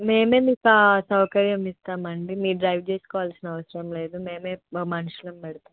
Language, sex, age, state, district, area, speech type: Telugu, female, 18-30, Telangana, Medak, rural, conversation